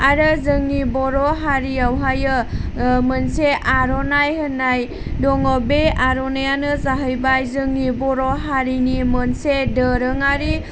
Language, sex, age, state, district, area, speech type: Bodo, female, 30-45, Assam, Chirang, rural, spontaneous